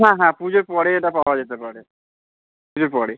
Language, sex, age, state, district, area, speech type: Bengali, male, 30-45, West Bengal, Uttar Dinajpur, urban, conversation